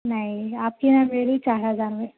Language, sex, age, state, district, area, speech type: Urdu, female, 30-45, Telangana, Hyderabad, urban, conversation